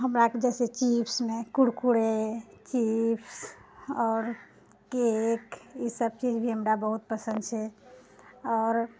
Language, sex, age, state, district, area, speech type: Maithili, female, 60+, Bihar, Purnia, urban, spontaneous